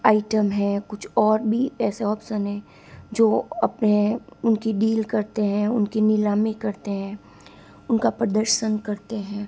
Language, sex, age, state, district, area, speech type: Hindi, female, 60+, Rajasthan, Jodhpur, urban, spontaneous